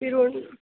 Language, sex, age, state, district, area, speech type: Dogri, female, 18-30, Jammu and Kashmir, Kathua, rural, conversation